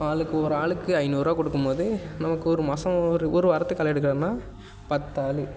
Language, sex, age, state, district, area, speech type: Tamil, male, 18-30, Tamil Nadu, Nagapattinam, urban, spontaneous